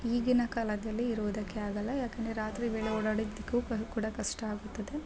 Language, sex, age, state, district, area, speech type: Kannada, female, 30-45, Karnataka, Hassan, urban, spontaneous